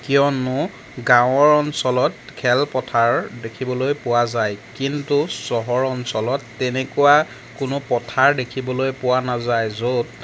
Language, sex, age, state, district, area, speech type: Assamese, male, 18-30, Assam, Jorhat, urban, spontaneous